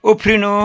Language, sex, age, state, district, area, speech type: Nepali, male, 60+, West Bengal, Jalpaiguri, urban, read